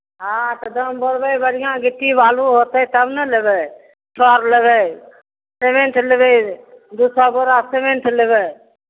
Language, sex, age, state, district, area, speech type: Maithili, female, 60+, Bihar, Begusarai, urban, conversation